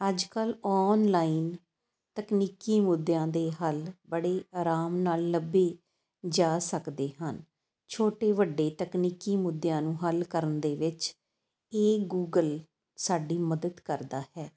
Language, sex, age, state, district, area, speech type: Punjabi, female, 45-60, Punjab, Fazilka, rural, spontaneous